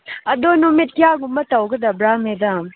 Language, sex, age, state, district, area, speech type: Manipuri, female, 18-30, Manipur, Chandel, rural, conversation